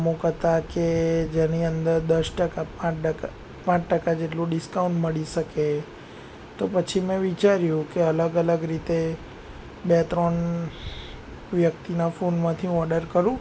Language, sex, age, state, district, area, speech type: Gujarati, male, 18-30, Gujarat, Anand, urban, spontaneous